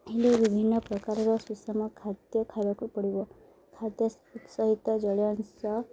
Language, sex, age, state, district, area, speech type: Odia, female, 18-30, Odisha, Subarnapur, urban, spontaneous